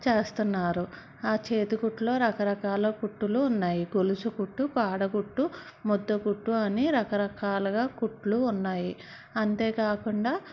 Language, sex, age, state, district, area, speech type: Telugu, female, 30-45, Andhra Pradesh, Vizianagaram, urban, spontaneous